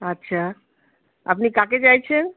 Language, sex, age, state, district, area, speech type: Bengali, female, 45-60, West Bengal, Kolkata, urban, conversation